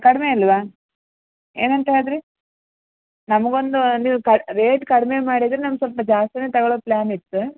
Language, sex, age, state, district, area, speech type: Kannada, female, 30-45, Karnataka, Uttara Kannada, rural, conversation